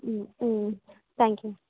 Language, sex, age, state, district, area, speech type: Kannada, female, 18-30, Karnataka, Vijayanagara, rural, conversation